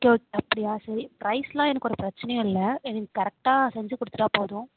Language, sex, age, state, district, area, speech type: Tamil, female, 18-30, Tamil Nadu, Mayiladuthurai, urban, conversation